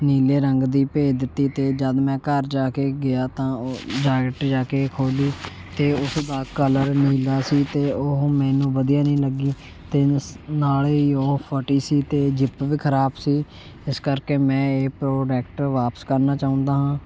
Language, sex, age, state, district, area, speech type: Punjabi, male, 18-30, Punjab, Shaheed Bhagat Singh Nagar, rural, spontaneous